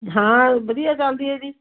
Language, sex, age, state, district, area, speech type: Punjabi, female, 45-60, Punjab, Muktsar, urban, conversation